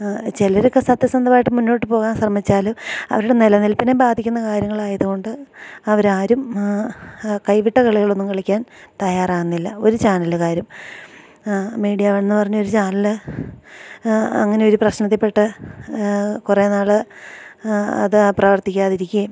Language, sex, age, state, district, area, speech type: Malayalam, female, 45-60, Kerala, Idukki, rural, spontaneous